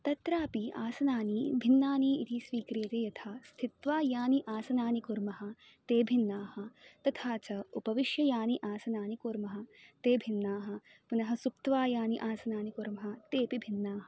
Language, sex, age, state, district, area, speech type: Sanskrit, female, 18-30, Karnataka, Dharwad, urban, spontaneous